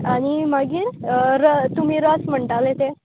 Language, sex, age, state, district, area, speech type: Goan Konkani, female, 18-30, Goa, Tiswadi, rural, conversation